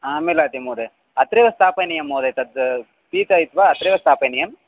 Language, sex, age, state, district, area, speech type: Sanskrit, male, 30-45, Karnataka, Vijayapura, urban, conversation